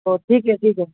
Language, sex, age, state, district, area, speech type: Marathi, male, 18-30, Maharashtra, Hingoli, urban, conversation